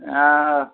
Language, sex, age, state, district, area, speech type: Bengali, male, 45-60, West Bengal, Dakshin Dinajpur, rural, conversation